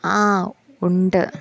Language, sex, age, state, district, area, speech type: Malayalam, female, 30-45, Kerala, Kollam, rural, read